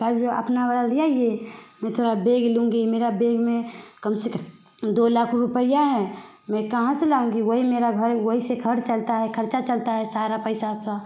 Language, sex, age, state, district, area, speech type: Hindi, female, 18-30, Bihar, Samastipur, urban, spontaneous